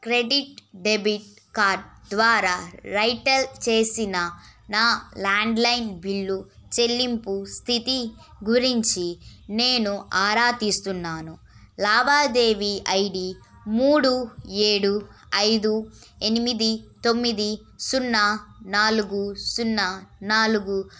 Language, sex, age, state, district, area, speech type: Telugu, female, 18-30, Andhra Pradesh, N T Rama Rao, urban, read